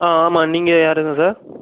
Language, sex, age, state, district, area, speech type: Tamil, male, 18-30, Tamil Nadu, Pudukkottai, rural, conversation